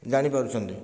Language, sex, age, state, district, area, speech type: Odia, male, 45-60, Odisha, Nayagarh, rural, spontaneous